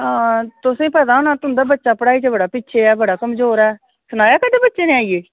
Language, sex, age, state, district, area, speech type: Dogri, female, 60+, Jammu and Kashmir, Samba, urban, conversation